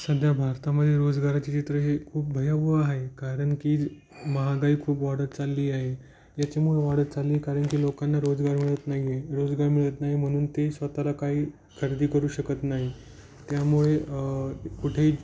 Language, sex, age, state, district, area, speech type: Marathi, male, 18-30, Maharashtra, Jalna, urban, spontaneous